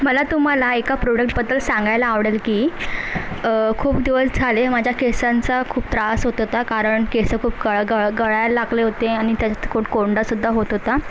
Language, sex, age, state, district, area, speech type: Marathi, female, 18-30, Maharashtra, Thane, urban, spontaneous